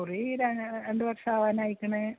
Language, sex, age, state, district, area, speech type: Malayalam, female, 45-60, Kerala, Kozhikode, urban, conversation